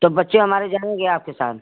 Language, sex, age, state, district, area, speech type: Hindi, female, 60+, Uttar Pradesh, Chandauli, rural, conversation